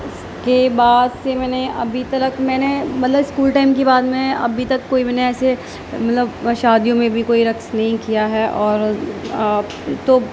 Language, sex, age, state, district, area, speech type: Urdu, female, 18-30, Uttar Pradesh, Gautam Buddha Nagar, rural, spontaneous